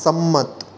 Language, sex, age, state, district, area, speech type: Gujarati, male, 30-45, Gujarat, Surat, urban, read